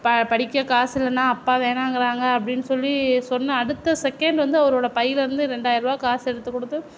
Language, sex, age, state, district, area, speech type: Tamil, female, 60+, Tamil Nadu, Tiruvarur, urban, spontaneous